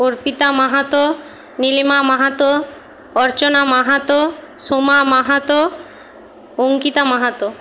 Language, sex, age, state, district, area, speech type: Bengali, female, 60+, West Bengal, Jhargram, rural, spontaneous